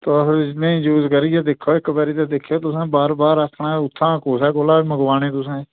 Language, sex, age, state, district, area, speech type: Dogri, male, 30-45, Jammu and Kashmir, Udhampur, rural, conversation